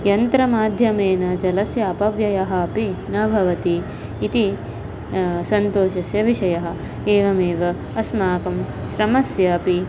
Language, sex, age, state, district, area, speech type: Sanskrit, female, 30-45, Tamil Nadu, Karur, rural, spontaneous